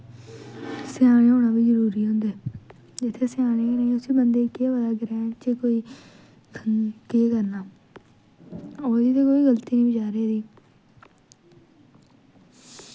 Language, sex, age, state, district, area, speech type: Dogri, female, 18-30, Jammu and Kashmir, Jammu, rural, spontaneous